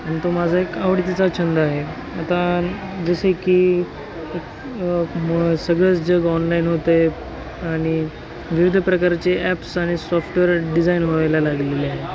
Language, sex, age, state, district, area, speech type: Marathi, male, 18-30, Maharashtra, Nanded, rural, spontaneous